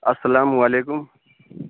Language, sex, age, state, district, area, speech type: Urdu, male, 30-45, Bihar, Khagaria, rural, conversation